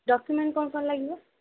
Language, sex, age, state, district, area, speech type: Odia, female, 18-30, Odisha, Cuttack, urban, conversation